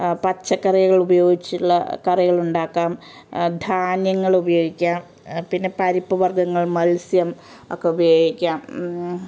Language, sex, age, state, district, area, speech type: Malayalam, female, 45-60, Kerala, Ernakulam, rural, spontaneous